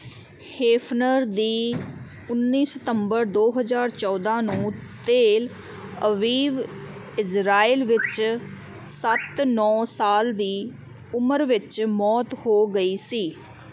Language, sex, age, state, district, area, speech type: Punjabi, female, 30-45, Punjab, Kapurthala, urban, read